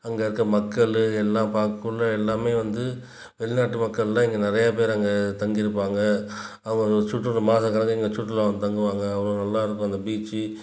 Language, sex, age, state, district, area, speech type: Tamil, male, 45-60, Tamil Nadu, Tiruchirappalli, rural, spontaneous